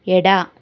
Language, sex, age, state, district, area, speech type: Kannada, female, 30-45, Karnataka, Bangalore Urban, rural, read